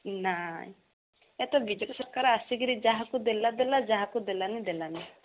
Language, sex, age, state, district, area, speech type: Odia, female, 45-60, Odisha, Gajapati, rural, conversation